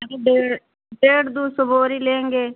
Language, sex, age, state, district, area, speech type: Hindi, female, 45-60, Uttar Pradesh, Pratapgarh, rural, conversation